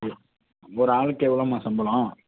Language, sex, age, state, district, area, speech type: Tamil, male, 30-45, Tamil Nadu, Tiruvarur, rural, conversation